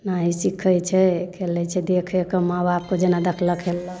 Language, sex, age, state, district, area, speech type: Maithili, female, 45-60, Bihar, Darbhanga, urban, spontaneous